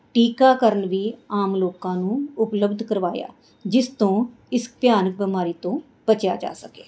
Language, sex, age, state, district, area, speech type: Punjabi, female, 45-60, Punjab, Mohali, urban, spontaneous